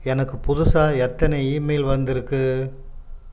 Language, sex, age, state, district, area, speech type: Tamil, male, 60+, Tamil Nadu, Coimbatore, urban, read